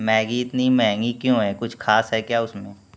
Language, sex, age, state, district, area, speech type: Hindi, male, 18-30, Uttar Pradesh, Mau, urban, read